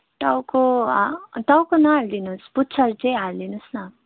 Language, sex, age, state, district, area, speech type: Nepali, female, 30-45, West Bengal, Darjeeling, rural, conversation